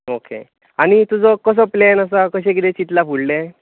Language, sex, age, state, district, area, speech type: Goan Konkani, male, 18-30, Goa, Tiswadi, rural, conversation